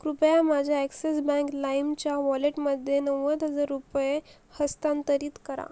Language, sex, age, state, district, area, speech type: Marathi, female, 30-45, Maharashtra, Akola, rural, read